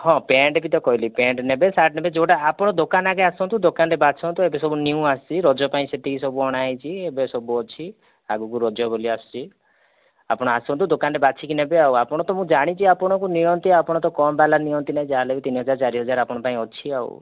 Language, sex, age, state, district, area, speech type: Odia, male, 30-45, Odisha, Kandhamal, rural, conversation